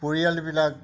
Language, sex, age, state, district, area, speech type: Assamese, male, 60+, Assam, Majuli, rural, spontaneous